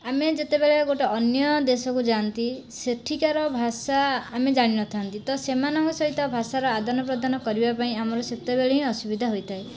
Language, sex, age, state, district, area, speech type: Odia, female, 18-30, Odisha, Jajpur, rural, spontaneous